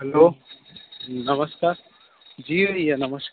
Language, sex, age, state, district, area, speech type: Hindi, male, 18-30, Madhya Pradesh, Hoshangabad, rural, conversation